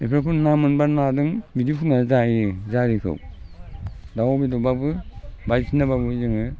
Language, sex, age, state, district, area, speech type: Bodo, male, 60+, Assam, Udalguri, rural, spontaneous